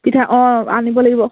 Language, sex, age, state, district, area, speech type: Assamese, female, 18-30, Assam, Charaideo, rural, conversation